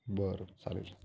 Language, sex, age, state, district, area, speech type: Marathi, male, 18-30, Maharashtra, Buldhana, rural, spontaneous